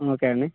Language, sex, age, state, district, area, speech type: Telugu, male, 18-30, Telangana, Mancherial, rural, conversation